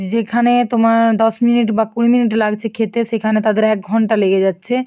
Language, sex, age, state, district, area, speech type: Bengali, female, 18-30, West Bengal, North 24 Parganas, rural, spontaneous